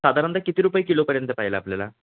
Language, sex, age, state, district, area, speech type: Marathi, male, 30-45, Maharashtra, Kolhapur, urban, conversation